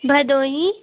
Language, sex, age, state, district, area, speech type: Hindi, female, 18-30, Uttar Pradesh, Bhadohi, urban, conversation